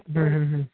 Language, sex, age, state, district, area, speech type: Punjabi, male, 18-30, Punjab, Ludhiana, urban, conversation